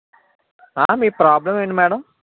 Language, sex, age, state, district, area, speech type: Telugu, male, 18-30, Andhra Pradesh, Palnadu, urban, conversation